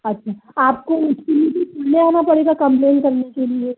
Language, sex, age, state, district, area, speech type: Hindi, male, 30-45, Madhya Pradesh, Bhopal, urban, conversation